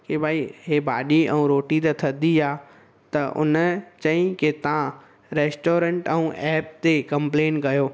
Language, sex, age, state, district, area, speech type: Sindhi, male, 18-30, Gujarat, Surat, urban, spontaneous